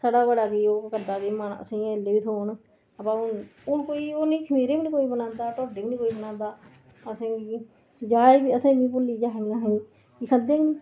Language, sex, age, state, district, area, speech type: Dogri, female, 45-60, Jammu and Kashmir, Reasi, rural, spontaneous